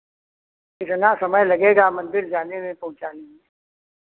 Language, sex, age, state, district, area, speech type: Hindi, male, 60+, Uttar Pradesh, Lucknow, rural, conversation